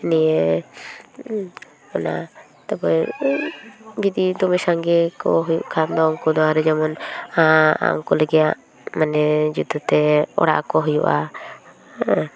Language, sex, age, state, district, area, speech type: Santali, female, 30-45, West Bengal, Paschim Bardhaman, urban, spontaneous